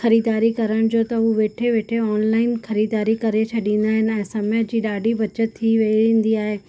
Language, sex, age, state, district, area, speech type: Sindhi, female, 18-30, Rajasthan, Ajmer, urban, spontaneous